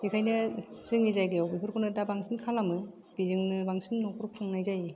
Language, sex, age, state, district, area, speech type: Bodo, female, 45-60, Assam, Kokrajhar, urban, spontaneous